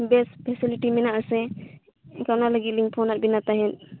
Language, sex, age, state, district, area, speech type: Santali, female, 18-30, Jharkhand, Seraikela Kharsawan, rural, conversation